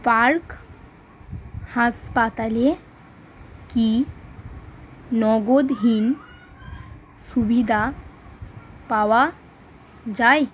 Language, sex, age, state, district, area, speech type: Bengali, female, 18-30, West Bengal, Howrah, urban, read